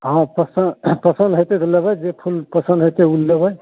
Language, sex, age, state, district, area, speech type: Maithili, male, 45-60, Bihar, Madhepura, rural, conversation